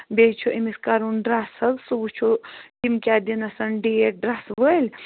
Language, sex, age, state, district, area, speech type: Kashmiri, female, 30-45, Jammu and Kashmir, Bandipora, rural, conversation